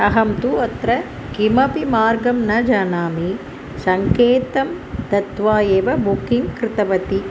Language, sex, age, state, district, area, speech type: Sanskrit, female, 45-60, Tamil Nadu, Chennai, urban, spontaneous